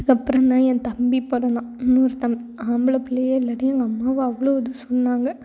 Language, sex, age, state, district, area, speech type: Tamil, female, 18-30, Tamil Nadu, Thoothukudi, rural, spontaneous